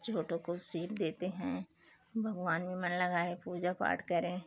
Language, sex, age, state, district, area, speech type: Hindi, female, 45-60, Uttar Pradesh, Pratapgarh, rural, spontaneous